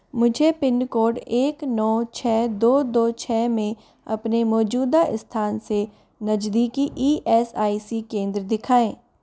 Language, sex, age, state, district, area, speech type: Hindi, female, 45-60, Rajasthan, Jaipur, urban, read